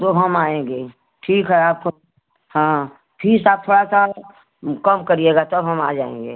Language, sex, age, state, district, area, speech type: Hindi, female, 60+, Uttar Pradesh, Chandauli, rural, conversation